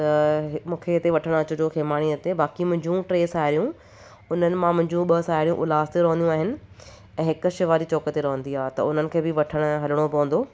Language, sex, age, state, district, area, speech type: Sindhi, female, 30-45, Maharashtra, Thane, urban, spontaneous